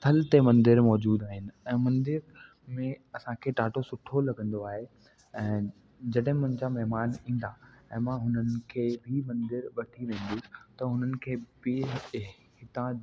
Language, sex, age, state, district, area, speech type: Sindhi, male, 18-30, Delhi, South Delhi, urban, spontaneous